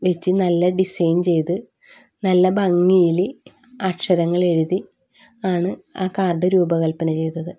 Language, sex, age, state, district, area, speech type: Malayalam, female, 45-60, Kerala, Wayanad, rural, spontaneous